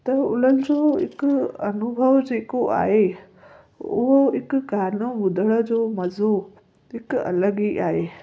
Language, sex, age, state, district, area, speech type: Sindhi, female, 30-45, Gujarat, Kutch, urban, spontaneous